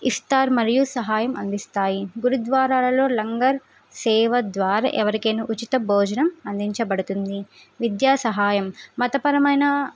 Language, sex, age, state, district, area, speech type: Telugu, female, 18-30, Telangana, Suryapet, urban, spontaneous